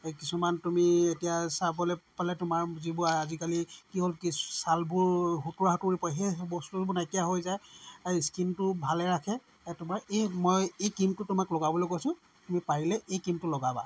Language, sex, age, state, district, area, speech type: Assamese, male, 30-45, Assam, Sivasagar, rural, spontaneous